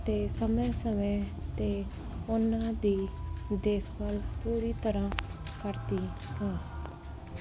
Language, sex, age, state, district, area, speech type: Punjabi, female, 18-30, Punjab, Fazilka, rural, spontaneous